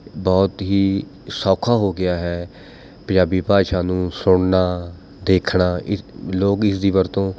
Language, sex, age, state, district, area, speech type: Punjabi, male, 30-45, Punjab, Mohali, urban, spontaneous